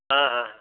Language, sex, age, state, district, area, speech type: Hindi, male, 60+, Uttar Pradesh, Hardoi, rural, conversation